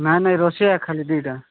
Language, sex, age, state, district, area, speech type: Odia, male, 45-60, Odisha, Nabarangpur, rural, conversation